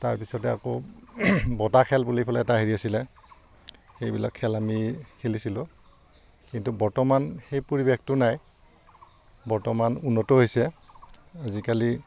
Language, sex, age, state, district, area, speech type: Assamese, male, 45-60, Assam, Udalguri, rural, spontaneous